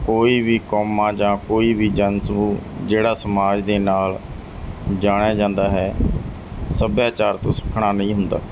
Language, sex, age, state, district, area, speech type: Punjabi, male, 30-45, Punjab, Mansa, urban, spontaneous